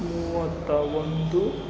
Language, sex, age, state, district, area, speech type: Kannada, male, 45-60, Karnataka, Kolar, rural, spontaneous